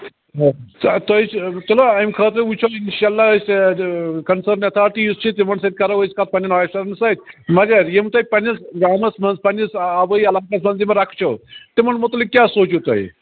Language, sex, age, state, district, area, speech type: Kashmiri, male, 45-60, Jammu and Kashmir, Bandipora, rural, conversation